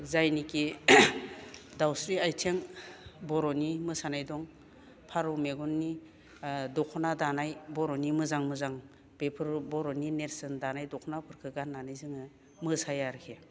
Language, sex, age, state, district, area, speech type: Bodo, female, 60+, Assam, Baksa, urban, spontaneous